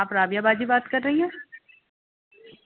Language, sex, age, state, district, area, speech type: Urdu, female, 30-45, Uttar Pradesh, Rampur, urban, conversation